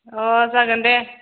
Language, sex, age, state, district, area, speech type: Bodo, female, 18-30, Assam, Udalguri, urban, conversation